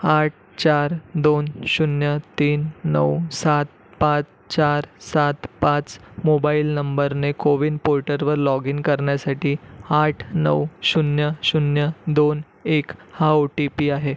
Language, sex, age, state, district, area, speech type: Marathi, male, 18-30, Maharashtra, Nagpur, urban, read